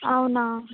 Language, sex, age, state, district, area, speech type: Telugu, female, 45-60, Andhra Pradesh, Eluru, rural, conversation